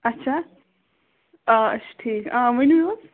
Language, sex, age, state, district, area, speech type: Kashmiri, female, 30-45, Jammu and Kashmir, Bandipora, rural, conversation